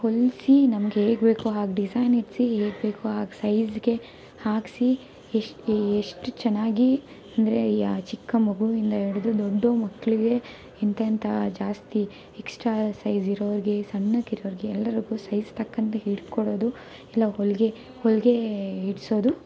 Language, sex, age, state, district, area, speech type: Kannada, female, 18-30, Karnataka, Tumkur, urban, spontaneous